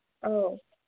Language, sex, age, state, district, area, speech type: Manipuri, female, 18-30, Manipur, Senapati, urban, conversation